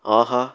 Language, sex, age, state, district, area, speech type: Tamil, male, 18-30, Tamil Nadu, Pudukkottai, rural, read